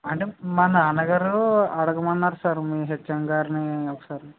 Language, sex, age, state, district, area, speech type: Telugu, male, 18-30, Andhra Pradesh, West Godavari, rural, conversation